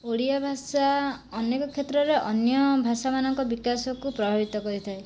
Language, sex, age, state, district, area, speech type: Odia, female, 18-30, Odisha, Jajpur, rural, spontaneous